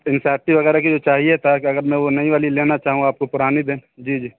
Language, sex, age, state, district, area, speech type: Urdu, male, 18-30, Uttar Pradesh, Saharanpur, urban, conversation